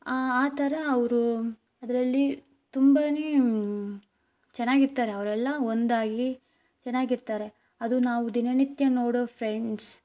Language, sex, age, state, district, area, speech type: Kannada, female, 18-30, Karnataka, Chikkaballapur, rural, spontaneous